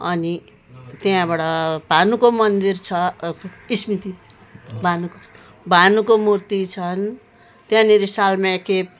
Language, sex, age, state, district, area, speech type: Nepali, female, 60+, West Bengal, Jalpaiguri, urban, spontaneous